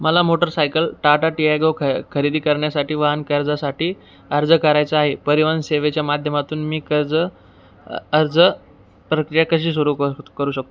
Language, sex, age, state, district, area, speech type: Marathi, male, 18-30, Maharashtra, Jalna, urban, read